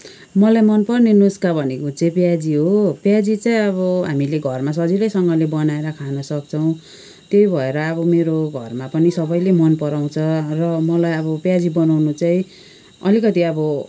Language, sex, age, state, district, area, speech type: Nepali, female, 45-60, West Bengal, Kalimpong, rural, spontaneous